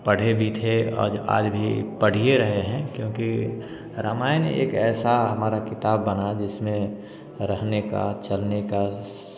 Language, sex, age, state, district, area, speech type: Hindi, male, 30-45, Bihar, Samastipur, urban, spontaneous